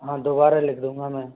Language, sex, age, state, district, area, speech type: Hindi, male, 45-60, Rajasthan, Karauli, rural, conversation